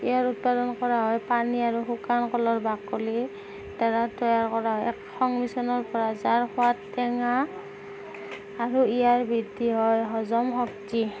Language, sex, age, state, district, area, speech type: Assamese, female, 18-30, Assam, Darrang, rural, spontaneous